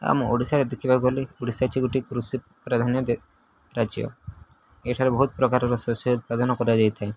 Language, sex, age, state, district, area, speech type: Odia, male, 18-30, Odisha, Nuapada, urban, spontaneous